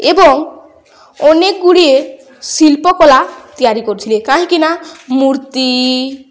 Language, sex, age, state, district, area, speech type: Odia, female, 18-30, Odisha, Balangir, urban, spontaneous